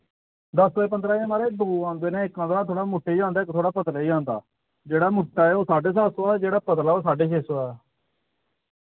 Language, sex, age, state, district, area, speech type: Dogri, male, 30-45, Jammu and Kashmir, Samba, rural, conversation